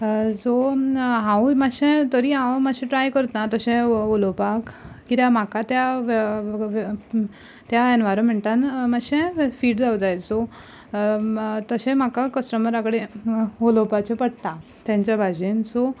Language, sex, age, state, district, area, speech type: Goan Konkani, female, 18-30, Goa, Ponda, rural, spontaneous